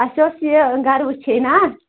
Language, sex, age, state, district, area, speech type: Kashmiri, female, 18-30, Jammu and Kashmir, Anantnag, rural, conversation